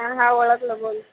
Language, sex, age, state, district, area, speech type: Marathi, female, 18-30, Maharashtra, Mumbai Suburban, urban, conversation